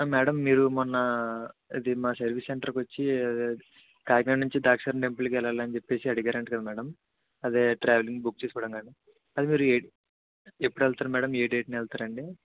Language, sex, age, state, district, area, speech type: Telugu, male, 60+, Andhra Pradesh, Kakinada, urban, conversation